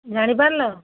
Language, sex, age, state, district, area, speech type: Odia, female, 60+, Odisha, Jharsuguda, rural, conversation